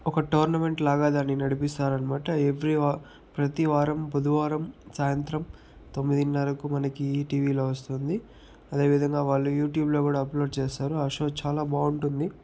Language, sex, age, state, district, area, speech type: Telugu, male, 60+, Andhra Pradesh, Chittoor, rural, spontaneous